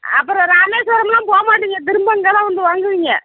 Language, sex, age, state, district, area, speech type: Tamil, female, 60+, Tamil Nadu, Tiruppur, rural, conversation